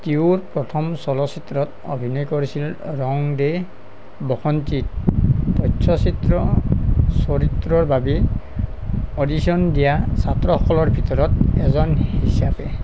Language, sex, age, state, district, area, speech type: Assamese, male, 45-60, Assam, Nalbari, rural, read